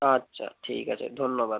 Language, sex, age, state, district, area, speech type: Bengali, male, 18-30, West Bengal, North 24 Parganas, rural, conversation